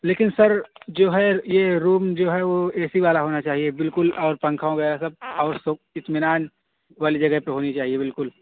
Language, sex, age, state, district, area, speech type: Urdu, male, 18-30, Uttar Pradesh, Siddharthnagar, rural, conversation